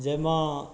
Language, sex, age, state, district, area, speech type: Maithili, male, 18-30, Bihar, Darbhanga, rural, spontaneous